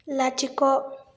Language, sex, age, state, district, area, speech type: Bodo, female, 18-30, Assam, Chirang, urban, read